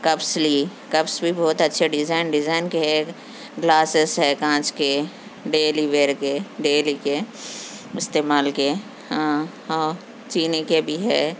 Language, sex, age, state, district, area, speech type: Urdu, female, 60+, Telangana, Hyderabad, urban, spontaneous